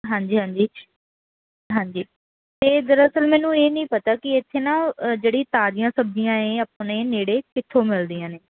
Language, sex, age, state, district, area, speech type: Punjabi, female, 18-30, Punjab, Mohali, urban, conversation